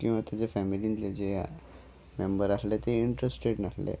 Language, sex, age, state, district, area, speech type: Goan Konkani, male, 30-45, Goa, Salcete, rural, spontaneous